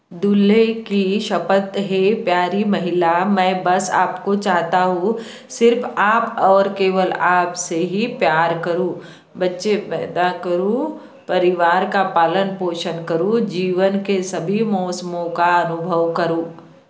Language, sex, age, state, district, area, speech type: Hindi, female, 60+, Madhya Pradesh, Balaghat, rural, read